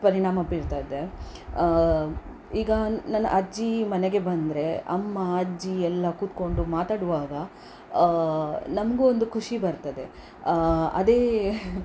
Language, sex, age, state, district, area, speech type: Kannada, female, 30-45, Karnataka, Udupi, rural, spontaneous